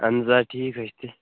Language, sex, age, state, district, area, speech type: Kashmiri, male, 18-30, Jammu and Kashmir, Kupwara, urban, conversation